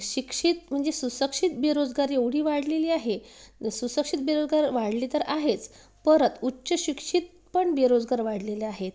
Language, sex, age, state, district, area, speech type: Marathi, female, 30-45, Maharashtra, Wardha, urban, spontaneous